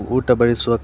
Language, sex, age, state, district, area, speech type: Kannada, male, 30-45, Karnataka, Dakshina Kannada, rural, spontaneous